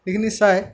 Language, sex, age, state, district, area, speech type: Assamese, male, 18-30, Assam, Lakhimpur, rural, spontaneous